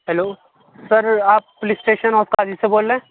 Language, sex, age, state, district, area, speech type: Urdu, male, 18-30, Delhi, Central Delhi, urban, conversation